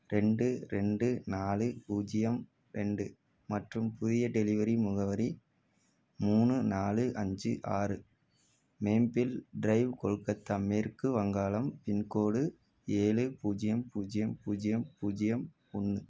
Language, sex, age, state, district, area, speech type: Tamil, male, 18-30, Tamil Nadu, Tiruchirappalli, rural, read